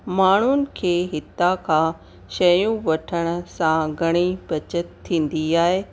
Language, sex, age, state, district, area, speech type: Sindhi, female, 30-45, Rajasthan, Ajmer, urban, spontaneous